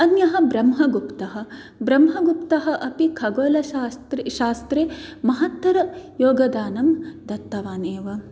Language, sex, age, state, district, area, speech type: Sanskrit, female, 30-45, Karnataka, Dakshina Kannada, rural, spontaneous